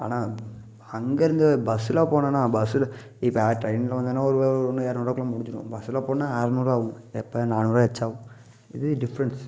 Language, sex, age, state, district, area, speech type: Tamil, male, 18-30, Tamil Nadu, Namakkal, urban, spontaneous